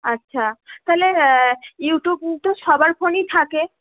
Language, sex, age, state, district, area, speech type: Bengali, female, 18-30, West Bengal, Purba Bardhaman, urban, conversation